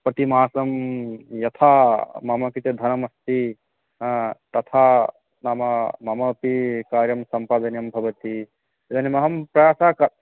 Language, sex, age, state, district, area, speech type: Sanskrit, male, 18-30, West Bengal, Purba Bardhaman, rural, conversation